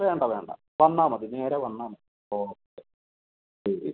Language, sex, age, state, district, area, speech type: Malayalam, male, 30-45, Kerala, Kottayam, rural, conversation